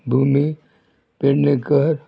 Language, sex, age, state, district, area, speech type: Goan Konkani, male, 60+, Goa, Murmgao, rural, spontaneous